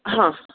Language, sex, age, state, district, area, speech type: Marathi, female, 60+, Maharashtra, Pune, urban, conversation